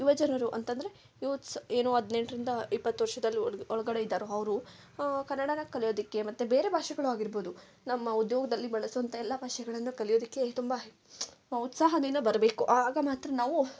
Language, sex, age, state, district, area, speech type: Kannada, female, 18-30, Karnataka, Kolar, rural, spontaneous